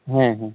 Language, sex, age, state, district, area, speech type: Santali, male, 18-30, West Bengal, Malda, rural, conversation